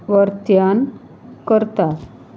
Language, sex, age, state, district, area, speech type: Goan Konkani, female, 45-60, Goa, Salcete, rural, spontaneous